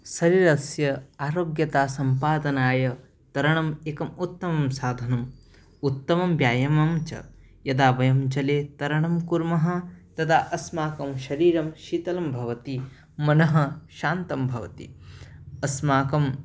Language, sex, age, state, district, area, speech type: Sanskrit, male, 18-30, Odisha, Bargarh, rural, spontaneous